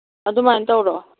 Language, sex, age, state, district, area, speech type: Manipuri, female, 60+, Manipur, Kangpokpi, urban, conversation